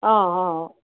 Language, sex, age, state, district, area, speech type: Assamese, female, 60+, Assam, Barpeta, rural, conversation